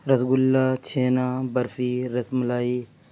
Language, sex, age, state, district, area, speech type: Urdu, male, 30-45, Uttar Pradesh, Mirzapur, rural, spontaneous